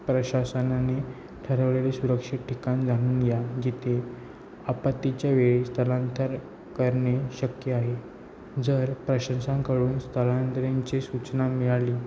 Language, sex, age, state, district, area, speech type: Marathi, male, 18-30, Maharashtra, Ratnagiri, rural, spontaneous